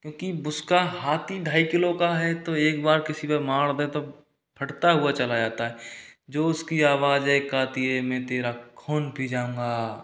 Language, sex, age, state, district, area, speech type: Hindi, male, 45-60, Rajasthan, Karauli, rural, spontaneous